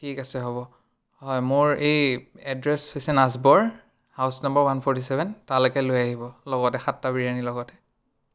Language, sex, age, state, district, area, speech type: Assamese, male, 18-30, Assam, Biswanath, rural, spontaneous